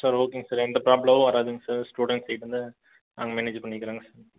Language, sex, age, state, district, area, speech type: Tamil, male, 18-30, Tamil Nadu, Erode, rural, conversation